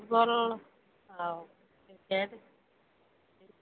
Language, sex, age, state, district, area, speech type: Odia, female, 45-60, Odisha, Sundergarh, rural, conversation